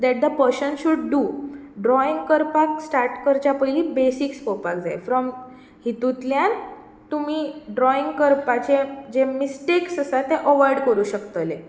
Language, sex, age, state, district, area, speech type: Goan Konkani, female, 18-30, Goa, Tiswadi, rural, spontaneous